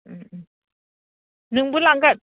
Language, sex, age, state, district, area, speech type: Bodo, female, 60+, Assam, Udalguri, rural, conversation